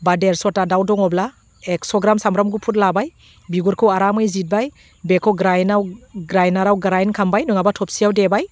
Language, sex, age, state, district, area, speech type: Bodo, female, 30-45, Assam, Udalguri, urban, spontaneous